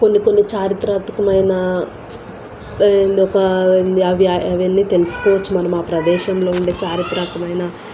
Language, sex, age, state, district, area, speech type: Telugu, female, 18-30, Telangana, Nalgonda, urban, spontaneous